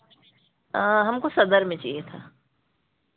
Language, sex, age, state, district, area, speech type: Hindi, female, 30-45, Madhya Pradesh, Betul, urban, conversation